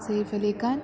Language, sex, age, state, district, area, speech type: Malayalam, female, 30-45, Kerala, Pathanamthitta, rural, spontaneous